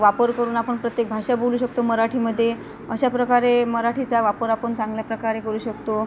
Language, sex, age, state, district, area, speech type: Marathi, female, 30-45, Maharashtra, Amravati, urban, spontaneous